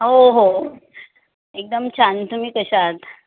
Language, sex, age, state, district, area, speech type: Marathi, female, 45-60, Maharashtra, Mumbai Suburban, urban, conversation